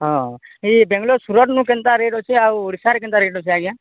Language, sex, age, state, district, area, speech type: Odia, male, 45-60, Odisha, Nuapada, urban, conversation